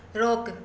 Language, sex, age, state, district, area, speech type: Sindhi, female, 60+, Maharashtra, Mumbai Suburban, urban, read